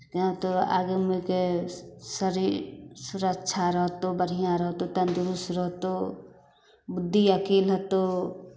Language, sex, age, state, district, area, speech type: Maithili, female, 30-45, Bihar, Samastipur, rural, spontaneous